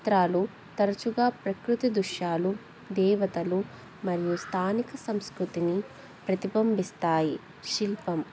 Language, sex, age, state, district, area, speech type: Telugu, female, 18-30, Telangana, Ranga Reddy, urban, spontaneous